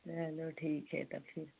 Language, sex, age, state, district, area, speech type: Hindi, female, 18-30, Uttar Pradesh, Jaunpur, rural, conversation